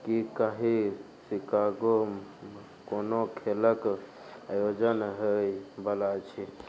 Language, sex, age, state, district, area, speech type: Maithili, male, 30-45, Bihar, Begusarai, urban, read